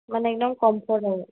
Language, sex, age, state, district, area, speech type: Assamese, female, 18-30, Assam, Golaghat, rural, conversation